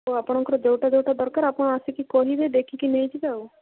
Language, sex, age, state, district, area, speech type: Odia, female, 18-30, Odisha, Malkangiri, urban, conversation